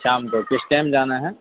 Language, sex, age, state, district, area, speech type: Urdu, male, 18-30, Delhi, East Delhi, urban, conversation